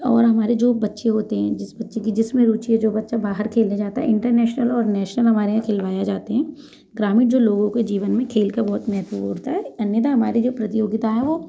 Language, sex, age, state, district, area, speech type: Hindi, female, 30-45, Madhya Pradesh, Gwalior, rural, spontaneous